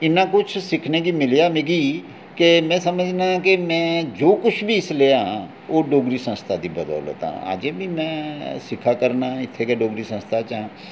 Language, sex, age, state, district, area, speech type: Dogri, male, 45-60, Jammu and Kashmir, Jammu, urban, spontaneous